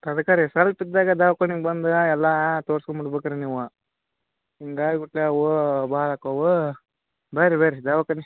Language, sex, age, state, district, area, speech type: Kannada, male, 30-45, Karnataka, Gadag, rural, conversation